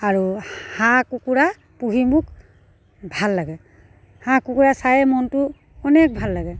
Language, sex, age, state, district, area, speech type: Assamese, female, 45-60, Assam, Dibrugarh, urban, spontaneous